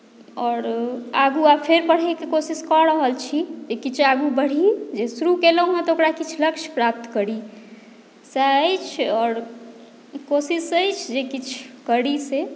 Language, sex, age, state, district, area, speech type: Maithili, female, 30-45, Bihar, Madhubani, rural, spontaneous